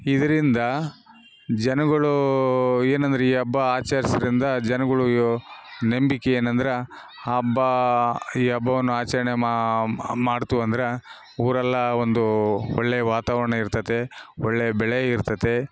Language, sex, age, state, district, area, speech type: Kannada, male, 45-60, Karnataka, Bellary, rural, spontaneous